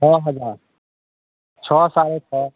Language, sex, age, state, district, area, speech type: Maithili, male, 45-60, Bihar, Madhepura, rural, conversation